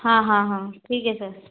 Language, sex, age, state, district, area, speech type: Hindi, female, 30-45, Madhya Pradesh, Gwalior, rural, conversation